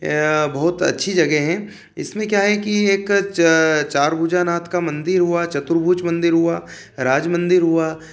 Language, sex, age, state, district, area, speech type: Hindi, male, 30-45, Madhya Pradesh, Ujjain, urban, spontaneous